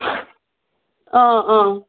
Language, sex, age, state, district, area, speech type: Assamese, female, 30-45, Assam, Morigaon, rural, conversation